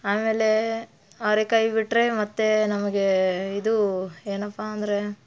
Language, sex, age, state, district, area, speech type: Kannada, female, 30-45, Karnataka, Dharwad, urban, spontaneous